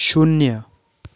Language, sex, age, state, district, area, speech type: Hindi, male, 18-30, Madhya Pradesh, Betul, urban, read